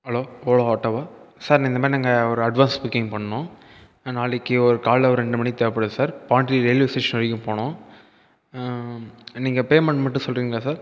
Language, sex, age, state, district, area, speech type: Tamil, male, 18-30, Tamil Nadu, Viluppuram, urban, spontaneous